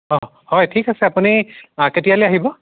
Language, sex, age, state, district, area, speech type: Assamese, male, 18-30, Assam, Dibrugarh, rural, conversation